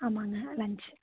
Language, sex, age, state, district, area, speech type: Tamil, female, 18-30, Tamil Nadu, Nilgiris, urban, conversation